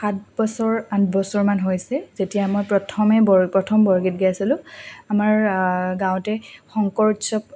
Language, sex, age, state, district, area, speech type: Assamese, female, 18-30, Assam, Lakhimpur, rural, spontaneous